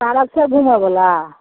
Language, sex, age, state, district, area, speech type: Maithili, female, 45-60, Bihar, Madhepura, rural, conversation